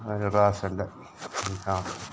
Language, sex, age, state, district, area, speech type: Malayalam, male, 60+, Kerala, Wayanad, rural, spontaneous